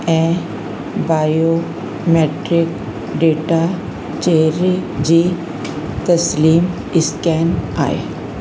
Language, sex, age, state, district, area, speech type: Sindhi, female, 60+, Uttar Pradesh, Lucknow, rural, read